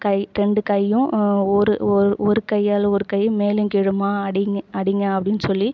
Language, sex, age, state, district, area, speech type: Tamil, female, 30-45, Tamil Nadu, Ariyalur, rural, spontaneous